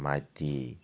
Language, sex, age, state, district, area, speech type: Bengali, male, 30-45, West Bengal, Alipurduar, rural, spontaneous